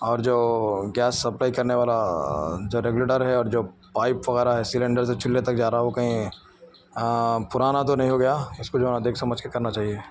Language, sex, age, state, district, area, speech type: Urdu, male, 45-60, Telangana, Hyderabad, urban, spontaneous